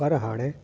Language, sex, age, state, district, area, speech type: Sindhi, male, 45-60, Delhi, South Delhi, urban, spontaneous